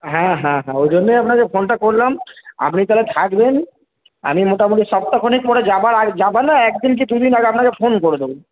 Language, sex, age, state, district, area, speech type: Bengali, male, 30-45, West Bengal, Purba Bardhaman, urban, conversation